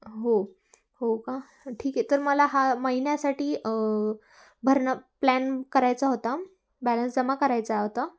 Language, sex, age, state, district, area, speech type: Marathi, female, 18-30, Maharashtra, Ahmednagar, rural, spontaneous